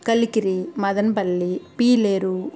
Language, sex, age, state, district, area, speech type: Telugu, female, 30-45, Andhra Pradesh, Kadapa, rural, spontaneous